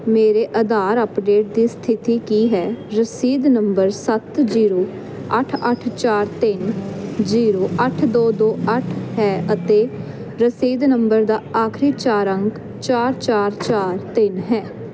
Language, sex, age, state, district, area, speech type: Punjabi, female, 18-30, Punjab, Jalandhar, urban, read